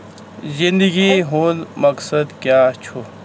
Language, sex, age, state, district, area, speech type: Kashmiri, male, 18-30, Jammu and Kashmir, Kulgam, rural, read